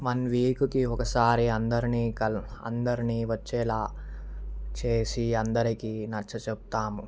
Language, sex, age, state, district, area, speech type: Telugu, male, 18-30, Telangana, Vikarabad, urban, spontaneous